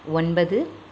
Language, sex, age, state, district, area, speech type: Tamil, female, 30-45, Tamil Nadu, Chengalpattu, urban, read